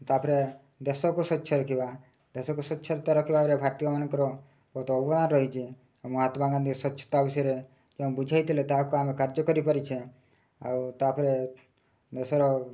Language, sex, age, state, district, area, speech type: Odia, male, 30-45, Odisha, Mayurbhanj, rural, spontaneous